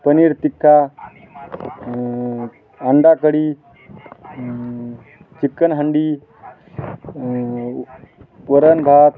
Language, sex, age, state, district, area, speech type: Marathi, male, 30-45, Maharashtra, Hingoli, urban, spontaneous